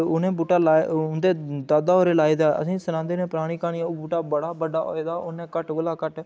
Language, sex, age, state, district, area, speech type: Dogri, male, 18-30, Jammu and Kashmir, Udhampur, rural, spontaneous